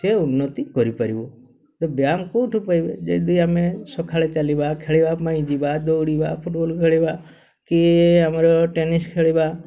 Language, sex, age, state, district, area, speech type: Odia, male, 45-60, Odisha, Mayurbhanj, rural, spontaneous